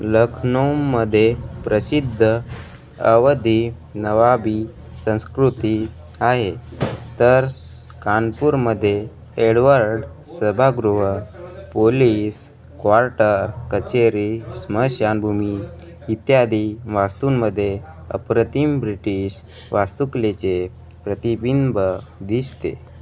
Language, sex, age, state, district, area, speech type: Marathi, male, 18-30, Maharashtra, Hingoli, urban, read